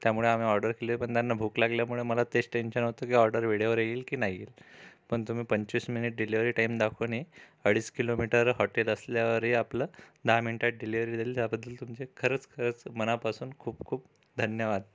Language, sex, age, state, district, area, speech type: Marathi, male, 30-45, Maharashtra, Amravati, urban, spontaneous